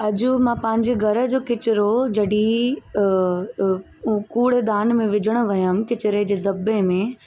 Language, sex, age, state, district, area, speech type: Sindhi, female, 18-30, Uttar Pradesh, Lucknow, urban, spontaneous